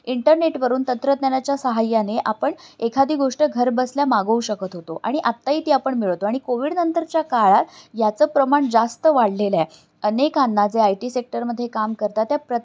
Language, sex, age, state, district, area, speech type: Marathi, female, 18-30, Maharashtra, Pune, urban, spontaneous